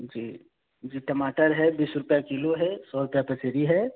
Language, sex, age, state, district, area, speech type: Hindi, male, 18-30, Uttar Pradesh, Chandauli, urban, conversation